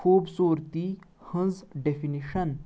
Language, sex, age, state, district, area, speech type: Kashmiri, male, 18-30, Jammu and Kashmir, Anantnag, rural, read